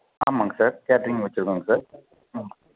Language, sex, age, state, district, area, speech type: Tamil, male, 45-60, Tamil Nadu, Thanjavur, urban, conversation